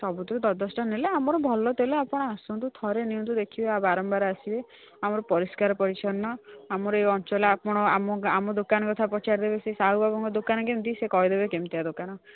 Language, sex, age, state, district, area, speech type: Odia, female, 45-60, Odisha, Angul, rural, conversation